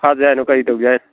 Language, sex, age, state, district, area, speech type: Manipuri, male, 60+, Manipur, Thoubal, rural, conversation